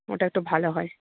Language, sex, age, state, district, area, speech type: Bengali, female, 60+, West Bengal, Jhargram, rural, conversation